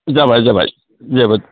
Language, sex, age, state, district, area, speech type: Bodo, male, 60+, Assam, Udalguri, urban, conversation